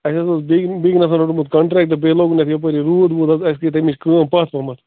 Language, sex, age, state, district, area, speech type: Kashmiri, male, 30-45, Jammu and Kashmir, Bandipora, rural, conversation